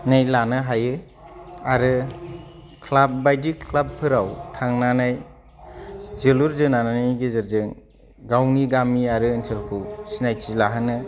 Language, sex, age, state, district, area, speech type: Bodo, male, 30-45, Assam, Kokrajhar, rural, spontaneous